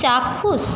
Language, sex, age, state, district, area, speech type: Bengali, female, 60+, West Bengal, Jhargram, rural, read